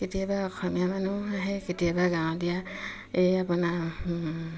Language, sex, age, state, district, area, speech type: Assamese, female, 45-60, Assam, Dibrugarh, rural, spontaneous